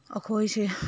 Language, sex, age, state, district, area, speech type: Manipuri, female, 30-45, Manipur, Senapati, urban, spontaneous